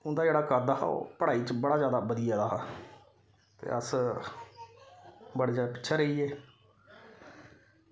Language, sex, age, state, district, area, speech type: Dogri, male, 30-45, Jammu and Kashmir, Samba, rural, spontaneous